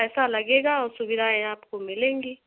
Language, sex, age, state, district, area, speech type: Hindi, female, 18-30, Uttar Pradesh, Jaunpur, urban, conversation